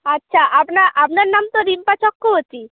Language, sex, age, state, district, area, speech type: Bengali, female, 30-45, West Bengal, Purba Medinipur, rural, conversation